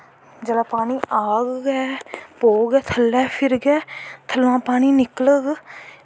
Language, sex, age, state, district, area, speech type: Dogri, female, 18-30, Jammu and Kashmir, Kathua, rural, spontaneous